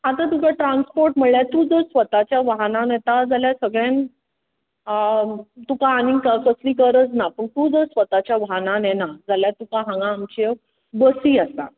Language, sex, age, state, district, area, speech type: Goan Konkani, female, 45-60, Goa, Tiswadi, rural, conversation